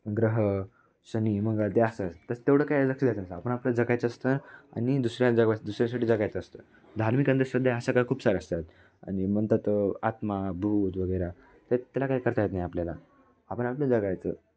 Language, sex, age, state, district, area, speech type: Marathi, male, 18-30, Maharashtra, Nanded, rural, spontaneous